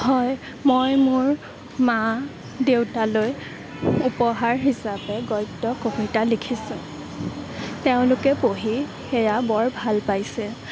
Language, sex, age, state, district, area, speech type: Assamese, female, 18-30, Assam, Kamrup Metropolitan, urban, spontaneous